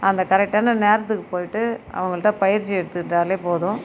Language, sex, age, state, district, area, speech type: Tamil, female, 60+, Tamil Nadu, Viluppuram, rural, spontaneous